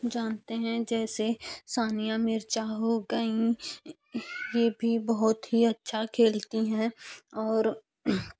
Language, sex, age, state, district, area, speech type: Hindi, female, 18-30, Uttar Pradesh, Jaunpur, urban, spontaneous